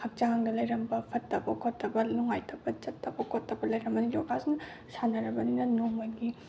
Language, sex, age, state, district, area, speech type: Manipuri, female, 18-30, Manipur, Bishnupur, rural, spontaneous